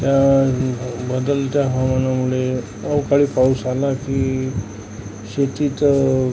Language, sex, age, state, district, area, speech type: Marathi, male, 45-60, Maharashtra, Amravati, rural, spontaneous